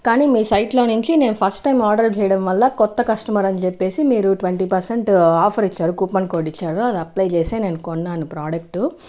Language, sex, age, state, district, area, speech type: Telugu, female, 30-45, Andhra Pradesh, Chittoor, urban, spontaneous